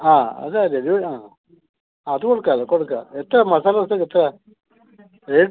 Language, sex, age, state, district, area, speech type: Malayalam, male, 60+, Kerala, Kasaragod, urban, conversation